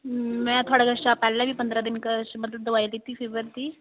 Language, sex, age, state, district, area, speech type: Dogri, female, 18-30, Jammu and Kashmir, Udhampur, rural, conversation